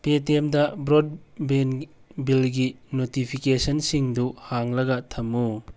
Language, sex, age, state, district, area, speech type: Manipuri, male, 18-30, Manipur, Tengnoupal, rural, read